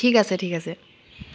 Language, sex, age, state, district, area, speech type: Assamese, female, 18-30, Assam, Charaideo, urban, spontaneous